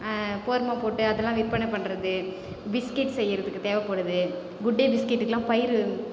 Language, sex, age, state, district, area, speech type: Tamil, female, 30-45, Tamil Nadu, Cuddalore, rural, spontaneous